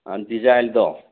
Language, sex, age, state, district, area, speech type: Manipuri, male, 60+, Manipur, Churachandpur, urban, conversation